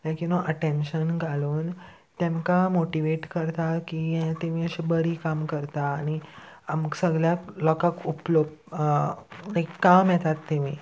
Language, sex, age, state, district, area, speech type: Goan Konkani, male, 18-30, Goa, Salcete, urban, spontaneous